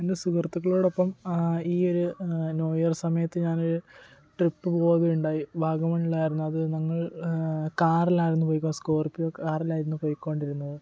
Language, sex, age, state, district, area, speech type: Malayalam, male, 18-30, Kerala, Kottayam, rural, spontaneous